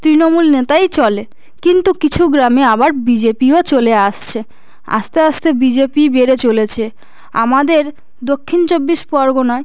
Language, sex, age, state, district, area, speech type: Bengali, female, 18-30, West Bengal, South 24 Parganas, rural, spontaneous